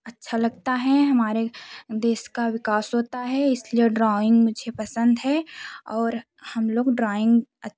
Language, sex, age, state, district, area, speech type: Hindi, female, 18-30, Uttar Pradesh, Jaunpur, urban, spontaneous